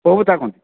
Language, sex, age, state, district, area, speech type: Odia, male, 45-60, Odisha, Kandhamal, rural, conversation